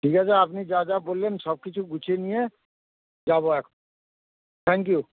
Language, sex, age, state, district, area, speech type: Bengali, male, 45-60, West Bengal, Darjeeling, rural, conversation